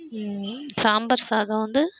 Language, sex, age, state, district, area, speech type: Tamil, female, 18-30, Tamil Nadu, Kallakurichi, rural, spontaneous